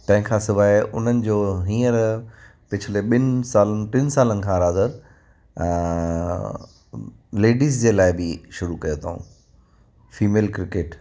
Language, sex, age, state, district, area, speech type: Sindhi, male, 45-60, Gujarat, Kutch, urban, spontaneous